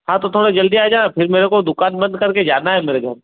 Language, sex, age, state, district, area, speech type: Hindi, male, 30-45, Madhya Pradesh, Ujjain, rural, conversation